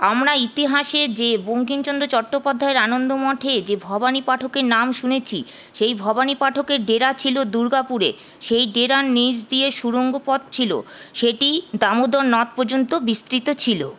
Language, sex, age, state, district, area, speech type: Bengali, female, 30-45, West Bengal, Paschim Bardhaman, rural, spontaneous